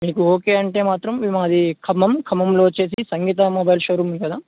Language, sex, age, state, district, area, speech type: Telugu, male, 18-30, Telangana, Khammam, urban, conversation